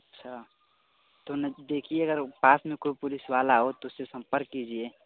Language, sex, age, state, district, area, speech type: Hindi, male, 30-45, Uttar Pradesh, Mau, rural, conversation